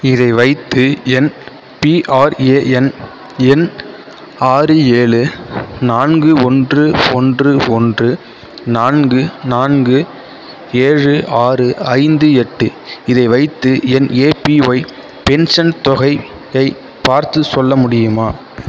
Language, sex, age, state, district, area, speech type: Tamil, male, 18-30, Tamil Nadu, Mayiladuthurai, rural, read